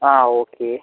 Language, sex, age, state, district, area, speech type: Malayalam, male, 18-30, Kerala, Wayanad, rural, conversation